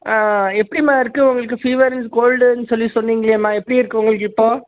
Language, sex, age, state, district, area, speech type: Tamil, male, 30-45, Tamil Nadu, Krishnagiri, rural, conversation